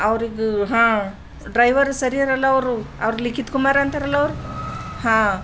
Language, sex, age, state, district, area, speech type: Kannada, female, 45-60, Karnataka, Bidar, urban, spontaneous